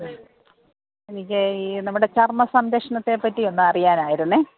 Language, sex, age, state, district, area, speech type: Malayalam, female, 45-60, Kerala, Pathanamthitta, rural, conversation